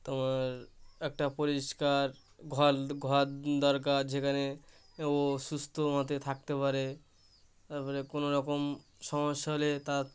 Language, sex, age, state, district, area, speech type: Bengali, male, 18-30, West Bengal, Uttar Dinajpur, urban, spontaneous